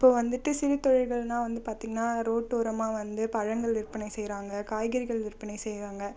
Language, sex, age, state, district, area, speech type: Tamil, female, 18-30, Tamil Nadu, Cuddalore, urban, spontaneous